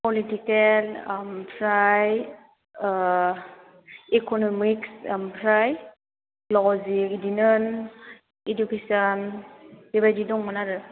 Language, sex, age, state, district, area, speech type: Bodo, female, 18-30, Assam, Chirang, rural, conversation